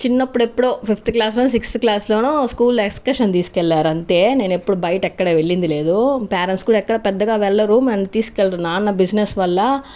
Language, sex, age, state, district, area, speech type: Telugu, female, 45-60, Andhra Pradesh, Chittoor, rural, spontaneous